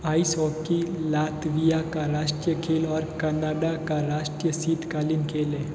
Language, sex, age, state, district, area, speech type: Hindi, male, 45-60, Rajasthan, Jodhpur, urban, read